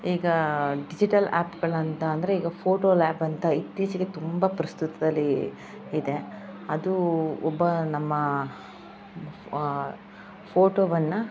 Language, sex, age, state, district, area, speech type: Kannada, female, 30-45, Karnataka, Chamarajanagar, rural, spontaneous